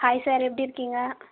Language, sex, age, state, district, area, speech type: Tamil, female, 18-30, Tamil Nadu, Tiruvallur, urban, conversation